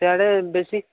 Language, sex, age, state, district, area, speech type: Odia, male, 18-30, Odisha, Nabarangpur, urban, conversation